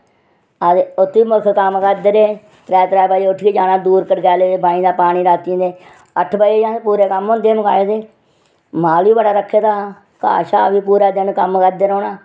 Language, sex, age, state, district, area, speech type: Dogri, female, 60+, Jammu and Kashmir, Reasi, rural, spontaneous